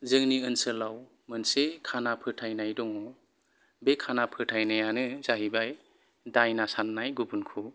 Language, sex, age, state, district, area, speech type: Bodo, male, 45-60, Assam, Kokrajhar, urban, spontaneous